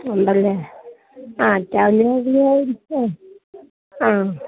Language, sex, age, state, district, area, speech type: Malayalam, female, 30-45, Kerala, Alappuzha, rural, conversation